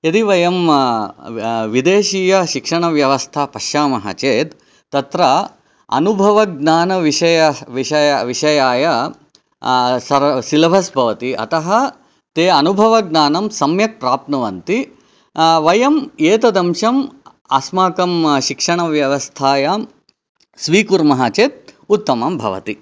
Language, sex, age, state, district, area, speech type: Sanskrit, male, 30-45, Karnataka, Chikkaballapur, urban, spontaneous